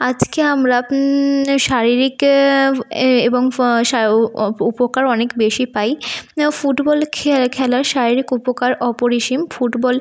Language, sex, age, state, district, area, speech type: Bengali, female, 18-30, West Bengal, North 24 Parganas, urban, spontaneous